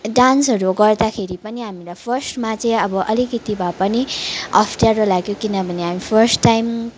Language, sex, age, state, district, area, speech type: Nepali, female, 18-30, West Bengal, Kalimpong, rural, spontaneous